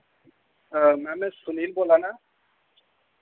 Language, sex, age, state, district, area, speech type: Dogri, male, 18-30, Jammu and Kashmir, Jammu, urban, conversation